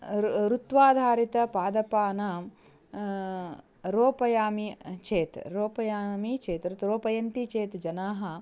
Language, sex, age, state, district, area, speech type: Sanskrit, female, 45-60, Karnataka, Dharwad, urban, spontaneous